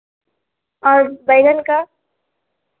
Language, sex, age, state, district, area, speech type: Hindi, female, 18-30, Bihar, Vaishali, rural, conversation